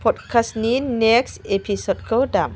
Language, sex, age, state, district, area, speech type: Bodo, female, 45-60, Assam, Chirang, rural, read